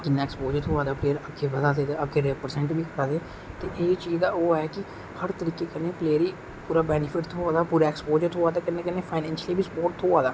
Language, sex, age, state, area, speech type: Dogri, male, 18-30, Jammu and Kashmir, rural, spontaneous